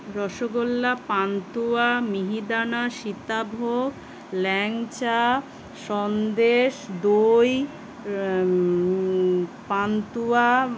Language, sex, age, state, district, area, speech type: Bengali, female, 45-60, West Bengal, Kolkata, urban, spontaneous